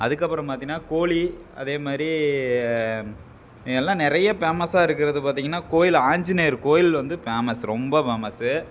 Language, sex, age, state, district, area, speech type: Tamil, male, 30-45, Tamil Nadu, Namakkal, rural, spontaneous